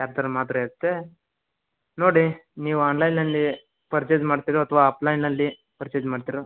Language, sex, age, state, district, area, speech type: Kannada, male, 30-45, Karnataka, Gadag, rural, conversation